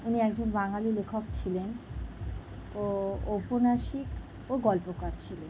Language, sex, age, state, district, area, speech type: Bengali, female, 30-45, West Bengal, North 24 Parganas, urban, spontaneous